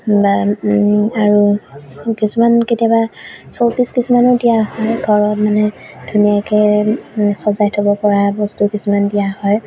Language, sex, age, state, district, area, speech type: Assamese, female, 45-60, Assam, Charaideo, urban, spontaneous